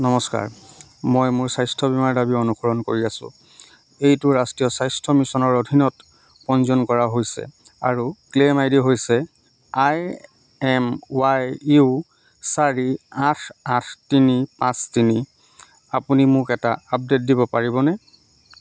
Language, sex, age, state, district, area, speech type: Assamese, male, 30-45, Assam, Dhemaji, rural, read